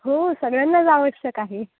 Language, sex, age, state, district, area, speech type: Marathi, female, 18-30, Maharashtra, Akola, urban, conversation